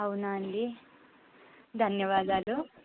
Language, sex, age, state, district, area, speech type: Telugu, female, 18-30, Telangana, Suryapet, urban, conversation